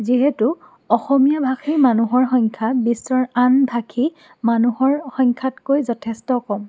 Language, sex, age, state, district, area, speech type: Assamese, female, 18-30, Assam, Dhemaji, rural, spontaneous